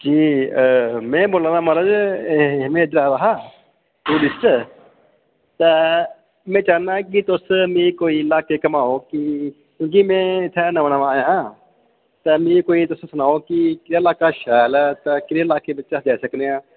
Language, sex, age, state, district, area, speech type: Dogri, female, 30-45, Jammu and Kashmir, Jammu, urban, conversation